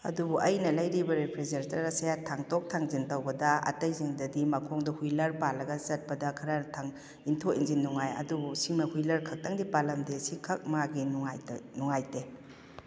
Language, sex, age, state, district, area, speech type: Manipuri, female, 45-60, Manipur, Kakching, rural, spontaneous